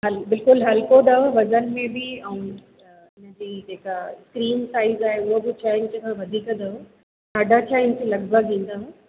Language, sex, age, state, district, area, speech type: Sindhi, female, 30-45, Rajasthan, Ajmer, urban, conversation